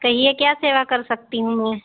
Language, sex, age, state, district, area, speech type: Hindi, female, 45-60, Uttar Pradesh, Ayodhya, rural, conversation